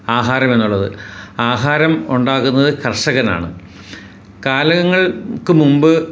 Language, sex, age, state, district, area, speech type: Malayalam, male, 60+, Kerala, Ernakulam, rural, spontaneous